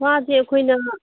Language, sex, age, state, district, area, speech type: Manipuri, female, 45-60, Manipur, Kangpokpi, urban, conversation